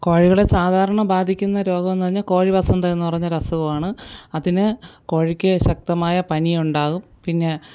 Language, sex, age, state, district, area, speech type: Malayalam, female, 45-60, Kerala, Thiruvananthapuram, urban, spontaneous